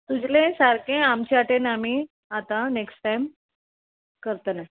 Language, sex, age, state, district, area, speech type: Goan Konkani, female, 30-45, Goa, Salcete, rural, conversation